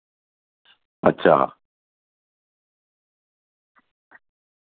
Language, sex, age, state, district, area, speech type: Dogri, male, 60+, Jammu and Kashmir, Reasi, rural, conversation